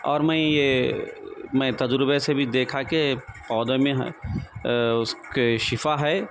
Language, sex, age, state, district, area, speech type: Urdu, male, 45-60, Telangana, Hyderabad, urban, spontaneous